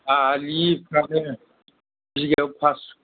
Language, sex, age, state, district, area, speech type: Bodo, male, 60+, Assam, Kokrajhar, rural, conversation